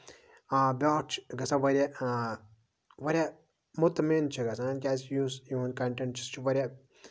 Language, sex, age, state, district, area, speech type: Kashmiri, male, 30-45, Jammu and Kashmir, Budgam, rural, spontaneous